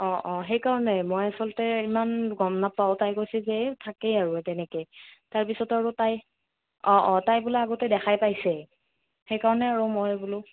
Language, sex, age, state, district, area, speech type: Assamese, female, 30-45, Assam, Morigaon, rural, conversation